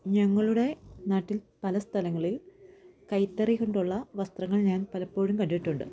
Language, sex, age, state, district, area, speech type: Malayalam, female, 30-45, Kerala, Idukki, rural, spontaneous